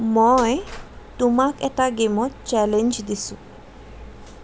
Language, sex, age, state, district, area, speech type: Assamese, female, 18-30, Assam, Jorhat, urban, read